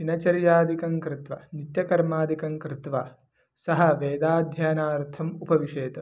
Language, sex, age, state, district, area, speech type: Sanskrit, male, 18-30, Karnataka, Mandya, rural, spontaneous